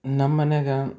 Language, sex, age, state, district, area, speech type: Kannada, male, 30-45, Karnataka, Bidar, urban, spontaneous